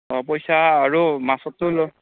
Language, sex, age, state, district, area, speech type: Assamese, male, 18-30, Assam, Darrang, rural, conversation